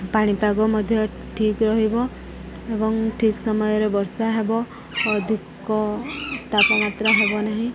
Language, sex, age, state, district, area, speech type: Odia, female, 30-45, Odisha, Subarnapur, urban, spontaneous